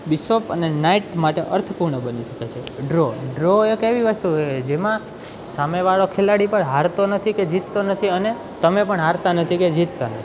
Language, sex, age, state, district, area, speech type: Gujarati, male, 18-30, Gujarat, Junagadh, urban, spontaneous